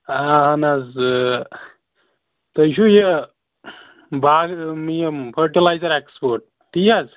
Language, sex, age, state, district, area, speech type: Kashmiri, male, 18-30, Jammu and Kashmir, Shopian, rural, conversation